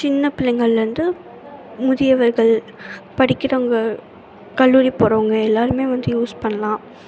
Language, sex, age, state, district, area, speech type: Tamil, female, 18-30, Tamil Nadu, Tirunelveli, rural, spontaneous